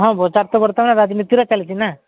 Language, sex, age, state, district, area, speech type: Odia, male, 30-45, Odisha, Mayurbhanj, rural, conversation